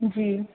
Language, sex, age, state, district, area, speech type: Hindi, female, 18-30, Madhya Pradesh, Harda, urban, conversation